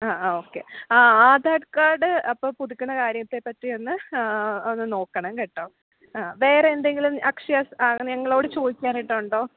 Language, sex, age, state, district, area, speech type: Malayalam, female, 18-30, Kerala, Pathanamthitta, rural, conversation